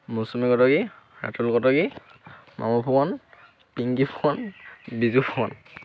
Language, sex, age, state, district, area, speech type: Assamese, male, 18-30, Assam, Dhemaji, urban, spontaneous